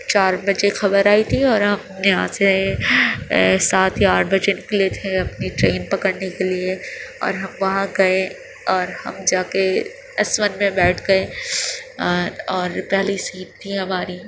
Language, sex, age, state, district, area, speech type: Urdu, female, 30-45, Uttar Pradesh, Gautam Buddha Nagar, urban, spontaneous